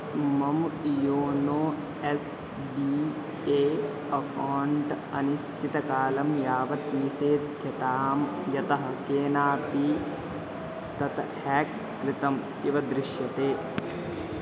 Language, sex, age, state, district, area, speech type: Sanskrit, male, 18-30, Bihar, Madhubani, rural, read